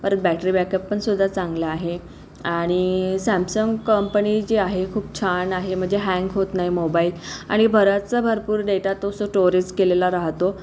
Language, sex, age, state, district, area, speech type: Marathi, female, 45-60, Maharashtra, Akola, urban, spontaneous